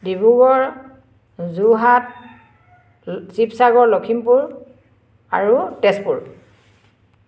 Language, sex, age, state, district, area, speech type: Assamese, female, 60+, Assam, Dhemaji, rural, spontaneous